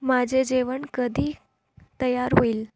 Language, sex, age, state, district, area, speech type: Marathi, female, 18-30, Maharashtra, Nagpur, urban, read